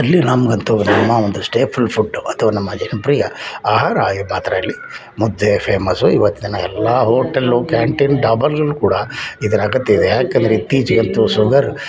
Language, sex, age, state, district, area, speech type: Kannada, male, 60+, Karnataka, Mysore, urban, spontaneous